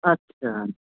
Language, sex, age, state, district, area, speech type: Nepali, female, 60+, West Bengal, Jalpaiguri, urban, conversation